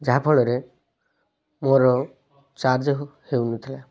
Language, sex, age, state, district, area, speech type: Odia, male, 18-30, Odisha, Balasore, rural, spontaneous